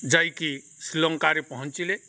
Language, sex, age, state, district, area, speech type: Odia, male, 45-60, Odisha, Nuapada, rural, spontaneous